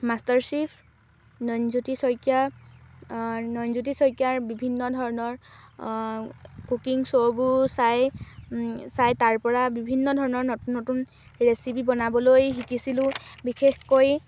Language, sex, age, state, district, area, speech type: Assamese, female, 18-30, Assam, Dhemaji, rural, spontaneous